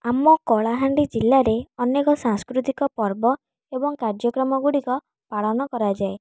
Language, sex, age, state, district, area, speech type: Odia, female, 18-30, Odisha, Kalahandi, rural, spontaneous